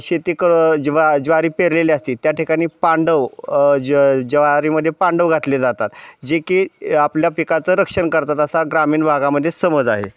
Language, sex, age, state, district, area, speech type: Marathi, male, 30-45, Maharashtra, Osmanabad, rural, spontaneous